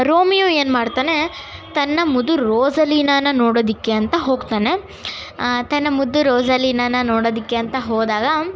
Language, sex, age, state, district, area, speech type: Kannada, other, 18-30, Karnataka, Bangalore Urban, urban, spontaneous